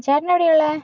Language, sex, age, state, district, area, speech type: Malayalam, other, 45-60, Kerala, Kozhikode, urban, spontaneous